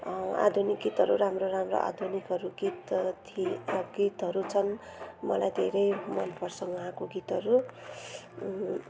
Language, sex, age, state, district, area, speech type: Nepali, female, 45-60, West Bengal, Jalpaiguri, urban, spontaneous